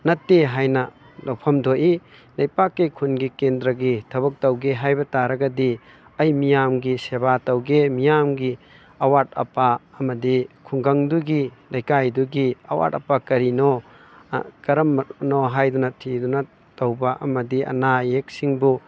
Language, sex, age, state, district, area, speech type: Manipuri, male, 18-30, Manipur, Thoubal, rural, spontaneous